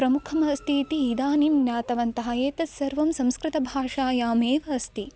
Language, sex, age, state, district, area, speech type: Sanskrit, female, 18-30, Karnataka, Chikkamagaluru, rural, spontaneous